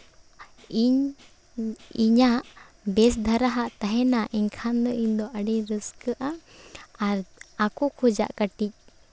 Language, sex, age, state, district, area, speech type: Santali, female, 18-30, Jharkhand, Seraikela Kharsawan, rural, spontaneous